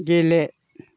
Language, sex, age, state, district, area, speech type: Bodo, male, 60+, Assam, Chirang, rural, read